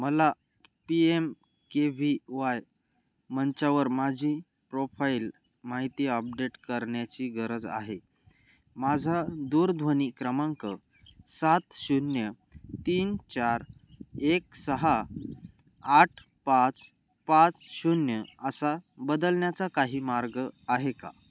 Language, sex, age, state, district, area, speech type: Marathi, male, 18-30, Maharashtra, Nashik, urban, read